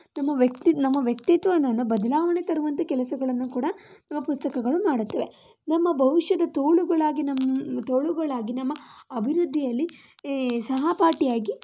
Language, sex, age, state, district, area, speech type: Kannada, female, 18-30, Karnataka, Shimoga, rural, spontaneous